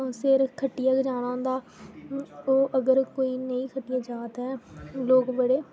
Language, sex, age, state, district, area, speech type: Dogri, female, 18-30, Jammu and Kashmir, Jammu, rural, spontaneous